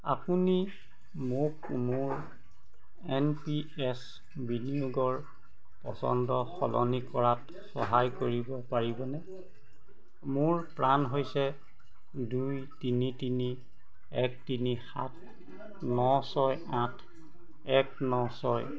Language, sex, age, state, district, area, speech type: Assamese, male, 45-60, Assam, Golaghat, urban, read